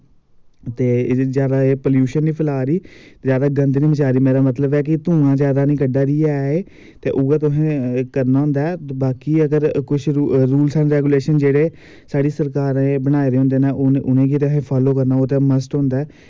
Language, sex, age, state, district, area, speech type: Dogri, male, 18-30, Jammu and Kashmir, Samba, urban, spontaneous